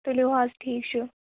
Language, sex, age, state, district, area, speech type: Kashmiri, female, 30-45, Jammu and Kashmir, Kulgam, rural, conversation